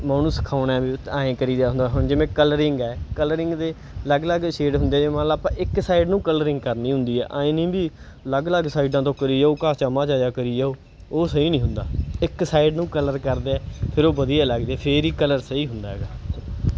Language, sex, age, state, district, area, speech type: Punjabi, male, 30-45, Punjab, Bathinda, rural, spontaneous